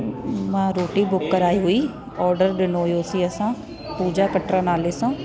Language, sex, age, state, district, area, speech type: Sindhi, female, 30-45, Delhi, South Delhi, urban, spontaneous